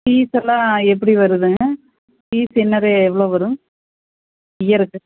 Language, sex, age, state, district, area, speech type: Tamil, female, 30-45, Tamil Nadu, Erode, rural, conversation